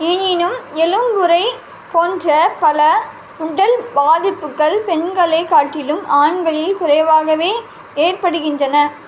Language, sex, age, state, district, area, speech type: Tamil, female, 18-30, Tamil Nadu, Vellore, urban, read